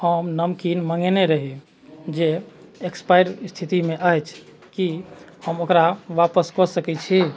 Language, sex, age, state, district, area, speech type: Maithili, male, 30-45, Bihar, Madhubani, rural, spontaneous